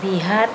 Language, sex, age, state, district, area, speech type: Odia, female, 45-60, Odisha, Sundergarh, urban, spontaneous